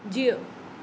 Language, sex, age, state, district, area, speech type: Sindhi, female, 30-45, Maharashtra, Mumbai Suburban, urban, read